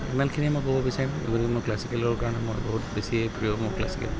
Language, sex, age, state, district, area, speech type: Assamese, male, 30-45, Assam, Sonitpur, urban, spontaneous